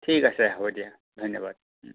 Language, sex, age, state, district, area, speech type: Assamese, male, 45-60, Assam, Dhemaji, rural, conversation